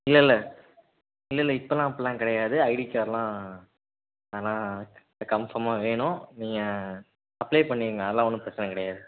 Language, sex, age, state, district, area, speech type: Tamil, male, 18-30, Tamil Nadu, Tiruchirappalli, rural, conversation